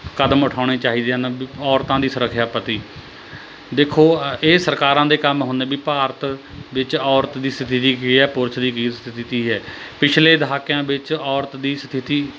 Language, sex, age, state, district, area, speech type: Punjabi, male, 30-45, Punjab, Mohali, rural, spontaneous